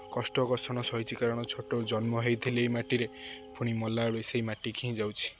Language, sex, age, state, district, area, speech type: Odia, male, 18-30, Odisha, Jagatsinghpur, rural, spontaneous